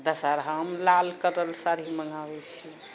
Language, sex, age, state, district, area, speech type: Maithili, female, 45-60, Bihar, Purnia, rural, spontaneous